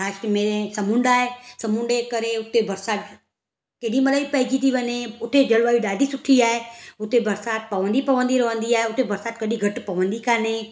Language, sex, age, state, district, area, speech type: Sindhi, female, 30-45, Gujarat, Surat, urban, spontaneous